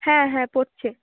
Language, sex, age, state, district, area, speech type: Bengali, female, 18-30, West Bengal, Uttar Dinajpur, urban, conversation